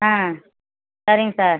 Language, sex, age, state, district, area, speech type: Tamil, female, 45-60, Tamil Nadu, Tiruchirappalli, rural, conversation